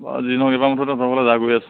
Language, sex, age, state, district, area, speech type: Assamese, male, 30-45, Assam, Lakhimpur, rural, conversation